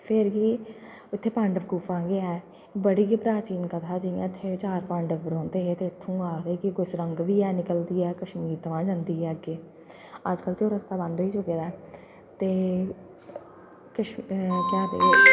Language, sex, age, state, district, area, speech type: Dogri, female, 30-45, Jammu and Kashmir, Jammu, urban, spontaneous